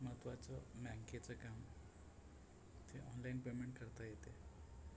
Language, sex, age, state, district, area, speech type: Marathi, male, 30-45, Maharashtra, Nagpur, urban, spontaneous